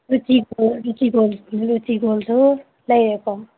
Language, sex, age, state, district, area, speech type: Manipuri, female, 30-45, Manipur, Imphal East, rural, conversation